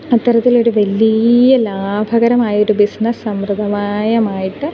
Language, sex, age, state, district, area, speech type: Malayalam, female, 18-30, Kerala, Idukki, rural, spontaneous